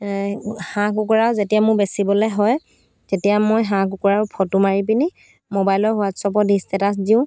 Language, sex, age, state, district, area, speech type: Assamese, female, 45-60, Assam, Dhemaji, rural, spontaneous